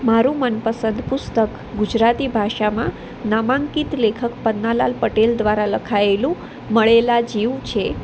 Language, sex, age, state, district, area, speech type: Gujarati, female, 18-30, Gujarat, Anand, urban, spontaneous